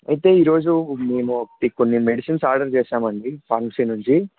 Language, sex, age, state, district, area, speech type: Telugu, male, 18-30, Andhra Pradesh, Sri Satya Sai, urban, conversation